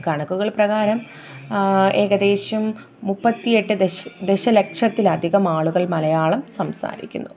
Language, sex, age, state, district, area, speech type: Malayalam, female, 30-45, Kerala, Thiruvananthapuram, urban, spontaneous